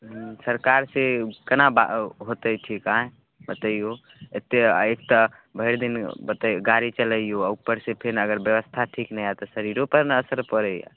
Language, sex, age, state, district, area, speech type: Maithili, male, 18-30, Bihar, Samastipur, urban, conversation